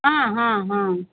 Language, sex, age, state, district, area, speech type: Hindi, female, 60+, Uttar Pradesh, Pratapgarh, rural, conversation